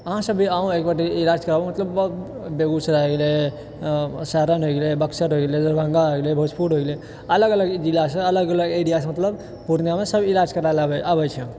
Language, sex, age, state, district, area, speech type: Maithili, male, 30-45, Bihar, Purnia, urban, spontaneous